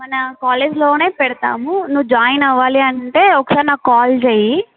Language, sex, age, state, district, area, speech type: Telugu, female, 18-30, Andhra Pradesh, Sri Balaji, rural, conversation